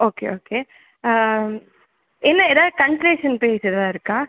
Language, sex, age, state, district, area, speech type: Tamil, male, 18-30, Tamil Nadu, Sivaganga, rural, conversation